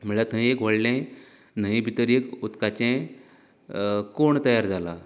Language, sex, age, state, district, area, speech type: Goan Konkani, male, 30-45, Goa, Canacona, rural, spontaneous